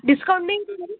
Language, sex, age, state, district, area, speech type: Marathi, male, 30-45, Maharashtra, Buldhana, rural, conversation